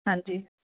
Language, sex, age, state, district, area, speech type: Punjabi, female, 30-45, Punjab, Fatehgarh Sahib, rural, conversation